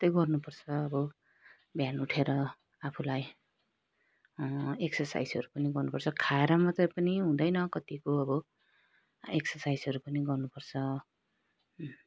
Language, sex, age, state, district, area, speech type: Nepali, female, 30-45, West Bengal, Darjeeling, rural, spontaneous